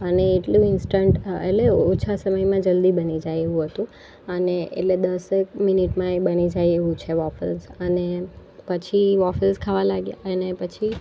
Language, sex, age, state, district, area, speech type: Gujarati, female, 18-30, Gujarat, Valsad, rural, spontaneous